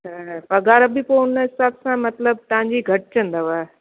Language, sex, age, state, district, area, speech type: Sindhi, female, 45-60, Gujarat, Kutch, urban, conversation